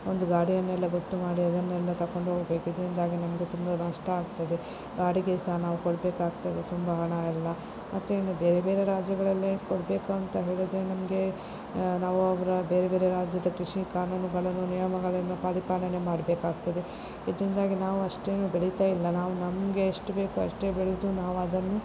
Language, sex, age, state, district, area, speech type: Kannada, female, 30-45, Karnataka, Shimoga, rural, spontaneous